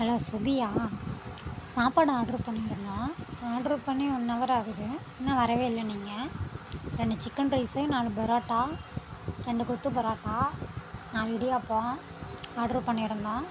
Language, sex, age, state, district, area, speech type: Tamil, female, 30-45, Tamil Nadu, Mayiladuthurai, urban, spontaneous